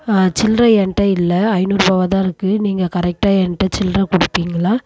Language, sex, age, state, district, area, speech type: Tamil, female, 30-45, Tamil Nadu, Tiruvannamalai, rural, spontaneous